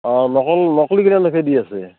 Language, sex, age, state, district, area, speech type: Assamese, male, 45-60, Assam, Barpeta, rural, conversation